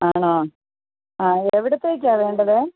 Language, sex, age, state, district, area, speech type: Malayalam, female, 45-60, Kerala, Kottayam, rural, conversation